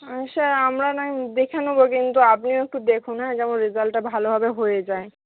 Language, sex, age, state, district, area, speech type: Bengali, female, 45-60, West Bengal, Nadia, urban, conversation